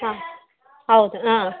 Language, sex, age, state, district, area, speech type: Kannada, female, 45-60, Karnataka, Chikkaballapur, rural, conversation